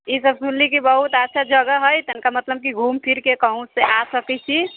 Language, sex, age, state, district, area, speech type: Maithili, female, 45-60, Bihar, Sitamarhi, rural, conversation